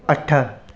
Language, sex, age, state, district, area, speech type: Sindhi, male, 18-30, Gujarat, Surat, urban, read